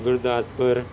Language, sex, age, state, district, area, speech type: Punjabi, male, 45-60, Punjab, Gurdaspur, urban, spontaneous